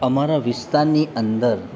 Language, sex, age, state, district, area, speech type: Gujarati, male, 30-45, Gujarat, Narmada, urban, spontaneous